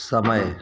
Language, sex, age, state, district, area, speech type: Hindi, male, 30-45, Uttar Pradesh, Mau, rural, read